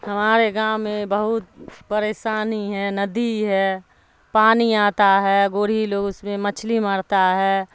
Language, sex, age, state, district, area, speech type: Urdu, female, 60+, Bihar, Darbhanga, rural, spontaneous